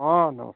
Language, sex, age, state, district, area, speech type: Odia, male, 60+, Odisha, Kalahandi, rural, conversation